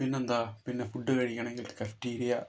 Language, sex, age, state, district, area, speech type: Malayalam, male, 30-45, Kerala, Kozhikode, urban, spontaneous